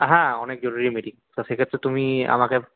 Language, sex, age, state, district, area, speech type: Bengali, male, 18-30, West Bengal, Purulia, urban, conversation